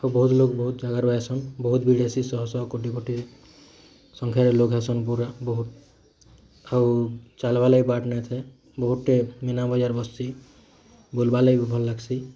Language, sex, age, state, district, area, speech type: Odia, male, 18-30, Odisha, Bargarh, urban, spontaneous